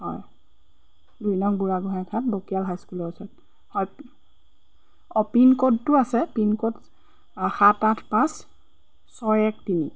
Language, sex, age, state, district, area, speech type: Assamese, female, 30-45, Assam, Golaghat, rural, spontaneous